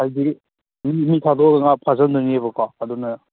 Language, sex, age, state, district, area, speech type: Manipuri, male, 30-45, Manipur, Kakching, rural, conversation